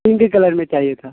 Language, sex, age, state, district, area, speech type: Urdu, male, 18-30, Bihar, Purnia, rural, conversation